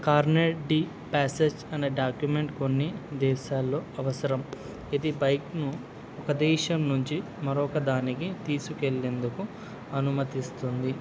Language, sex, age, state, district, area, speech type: Telugu, male, 18-30, Andhra Pradesh, Nandyal, urban, spontaneous